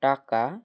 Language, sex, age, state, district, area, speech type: Bengali, male, 18-30, West Bengal, Alipurduar, rural, read